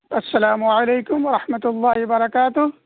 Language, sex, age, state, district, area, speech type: Urdu, male, 30-45, Bihar, Purnia, rural, conversation